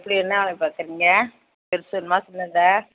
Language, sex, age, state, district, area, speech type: Tamil, female, 45-60, Tamil Nadu, Virudhunagar, rural, conversation